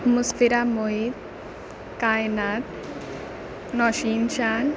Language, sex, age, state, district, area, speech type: Urdu, female, 18-30, Uttar Pradesh, Aligarh, urban, spontaneous